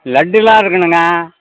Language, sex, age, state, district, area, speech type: Tamil, male, 60+, Tamil Nadu, Ariyalur, rural, conversation